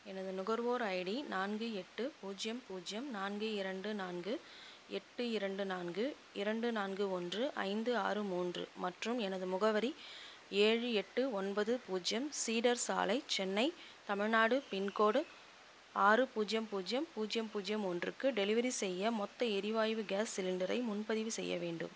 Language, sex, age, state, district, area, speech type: Tamil, female, 45-60, Tamil Nadu, Chengalpattu, rural, read